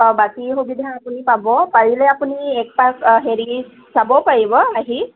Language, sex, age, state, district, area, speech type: Assamese, female, 18-30, Assam, Sonitpur, rural, conversation